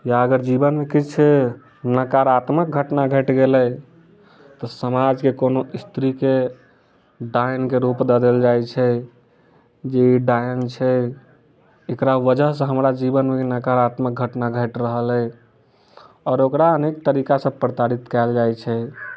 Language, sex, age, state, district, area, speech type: Maithili, male, 18-30, Bihar, Muzaffarpur, rural, spontaneous